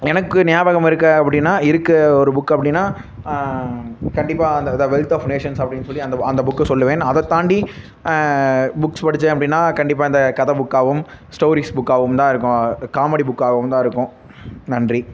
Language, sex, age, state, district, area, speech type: Tamil, male, 18-30, Tamil Nadu, Namakkal, rural, spontaneous